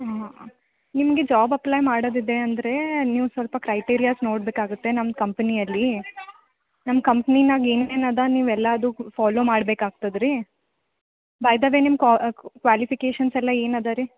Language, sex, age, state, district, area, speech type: Kannada, female, 18-30, Karnataka, Gulbarga, urban, conversation